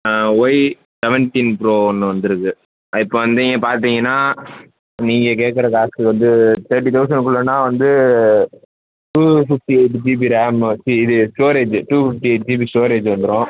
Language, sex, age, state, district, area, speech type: Tamil, male, 18-30, Tamil Nadu, Perambalur, urban, conversation